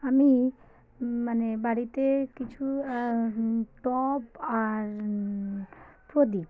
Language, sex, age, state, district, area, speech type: Bengali, female, 45-60, West Bengal, South 24 Parganas, rural, spontaneous